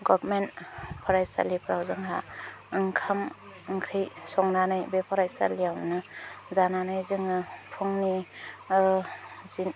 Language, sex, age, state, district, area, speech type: Bodo, female, 30-45, Assam, Udalguri, rural, spontaneous